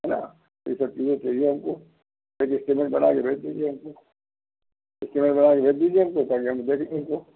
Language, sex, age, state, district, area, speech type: Hindi, male, 60+, Madhya Pradesh, Gwalior, rural, conversation